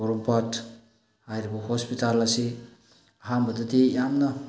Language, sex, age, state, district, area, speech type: Manipuri, male, 45-60, Manipur, Bishnupur, rural, spontaneous